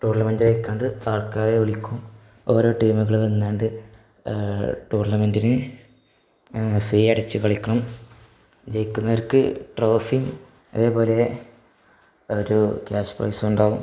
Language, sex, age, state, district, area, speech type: Malayalam, male, 30-45, Kerala, Malappuram, rural, spontaneous